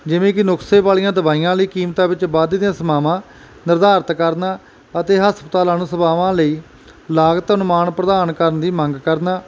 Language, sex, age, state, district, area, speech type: Punjabi, male, 30-45, Punjab, Barnala, urban, spontaneous